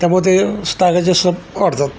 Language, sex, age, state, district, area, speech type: Marathi, male, 60+, Maharashtra, Nanded, rural, spontaneous